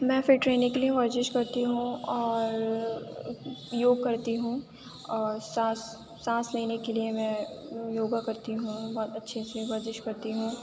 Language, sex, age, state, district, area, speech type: Urdu, female, 18-30, Uttar Pradesh, Aligarh, urban, spontaneous